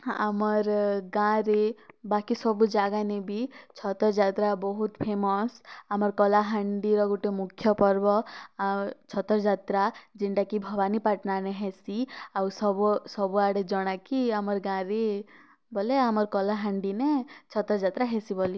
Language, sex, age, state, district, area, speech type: Odia, female, 18-30, Odisha, Kalahandi, rural, spontaneous